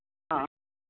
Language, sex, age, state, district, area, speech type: Marathi, male, 60+, Maharashtra, Thane, urban, conversation